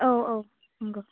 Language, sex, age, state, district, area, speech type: Bodo, female, 18-30, Assam, Udalguri, urban, conversation